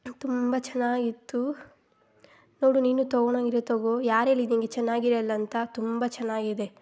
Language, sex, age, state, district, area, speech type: Kannada, female, 18-30, Karnataka, Kolar, rural, spontaneous